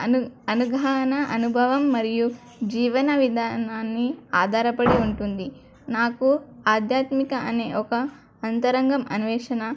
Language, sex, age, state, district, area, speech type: Telugu, female, 18-30, Telangana, Adilabad, rural, spontaneous